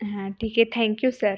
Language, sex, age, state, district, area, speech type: Marathi, female, 18-30, Maharashtra, Buldhana, rural, spontaneous